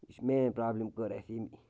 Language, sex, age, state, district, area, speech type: Kashmiri, male, 30-45, Jammu and Kashmir, Bandipora, rural, spontaneous